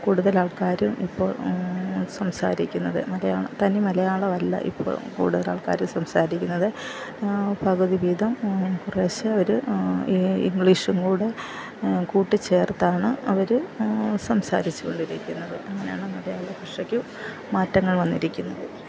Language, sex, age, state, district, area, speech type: Malayalam, female, 60+, Kerala, Alappuzha, rural, spontaneous